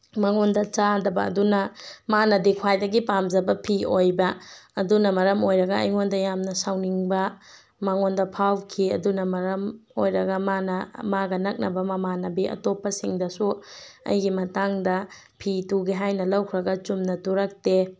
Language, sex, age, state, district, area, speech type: Manipuri, female, 18-30, Manipur, Tengnoupal, rural, spontaneous